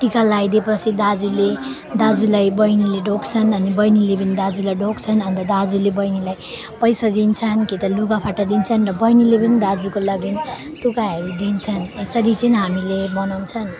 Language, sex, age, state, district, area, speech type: Nepali, female, 18-30, West Bengal, Alipurduar, urban, spontaneous